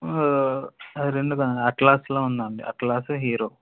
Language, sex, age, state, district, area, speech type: Telugu, male, 18-30, Andhra Pradesh, Anantapur, urban, conversation